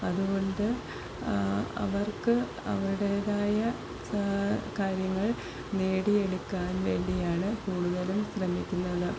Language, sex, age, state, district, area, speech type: Malayalam, female, 30-45, Kerala, Palakkad, rural, spontaneous